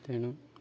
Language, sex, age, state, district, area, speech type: Odia, male, 30-45, Odisha, Nabarangpur, urban, spontaneous